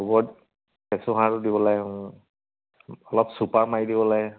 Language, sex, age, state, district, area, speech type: Assamese, male, 30-45, Assam, Charaideo, urban, conversation